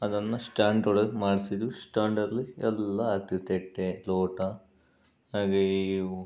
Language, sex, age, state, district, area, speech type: Kannada, male, 45-60, Karnataka, Bangalore Rural, urban, spontaneous